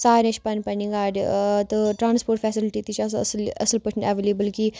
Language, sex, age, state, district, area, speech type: Kashmiri, female, 18-30, Jammu and Kashmir, Baramulla, rural, spontaneous